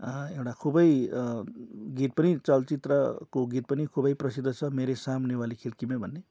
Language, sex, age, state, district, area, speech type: Nepali, male, 45-60, West Bengal, Darjeeling, rural, spontaneous